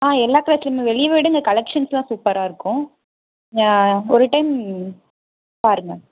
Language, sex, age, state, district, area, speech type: Tamil, female, 18-30, Tamil Nadu, Mayiladuthurai, rural, conversation